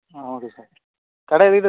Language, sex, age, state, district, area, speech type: Tamil, male, 18-30, Tamil Nadu, Nagapattinam, rural, conversation